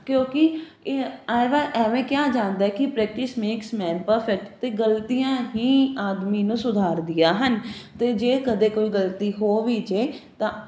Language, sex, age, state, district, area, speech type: Punjabi, female, 18-30, Punjab, Fazilka, rural, spontaneous